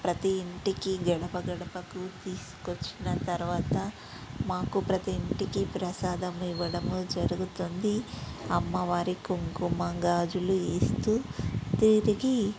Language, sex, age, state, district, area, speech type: Telugu, female, 30-45, Telangana, Peddapalli, rural, spontaneous